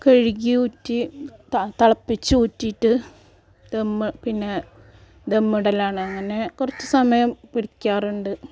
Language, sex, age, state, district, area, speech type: Malayalam, female, 45-60, Kerala, Malappuram, rural, spontaneous